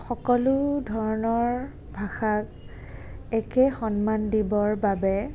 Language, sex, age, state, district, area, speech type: Assamese, female, 18-30, Assam, Nagaon, rural, spontaneous